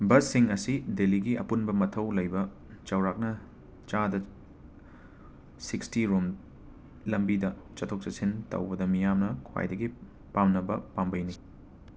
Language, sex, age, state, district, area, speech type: Manipuri, male, 18-30, Manipur, Imphal West, urban, read